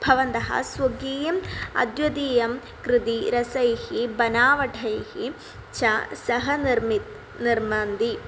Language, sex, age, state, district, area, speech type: Sanskrit, female, 18-30, Kerala, Thrissur, rural, spontaneous